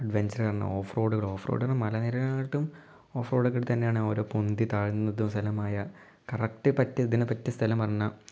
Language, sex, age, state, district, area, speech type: Malayalam, male, 18-30, Kerala, Malappuram, rural, spontaneous